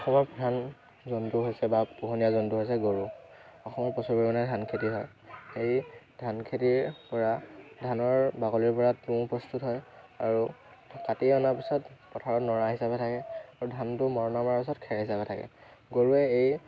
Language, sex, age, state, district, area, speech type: Assamese, male, 18-30, Assam, Dhemaji, urban, spontaneous